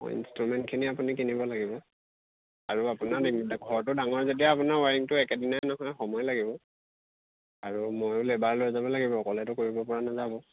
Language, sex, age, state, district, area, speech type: Assamese, male, 18-30, Assam, Lakhimpur, urban, conversation